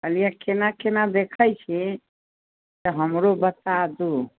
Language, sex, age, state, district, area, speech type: Maithili, female, 60+, Bihar, Sitamarhi, rural, conversation